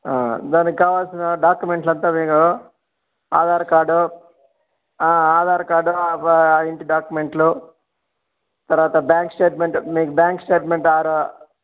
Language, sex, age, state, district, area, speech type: Telugu, male, 60+, Andhra Pradesh, Sri Balaji, urban, conversation